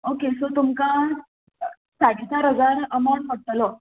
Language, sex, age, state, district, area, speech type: Goan Konkani, female, 18-30, Goa, Murmgao, urban, conversation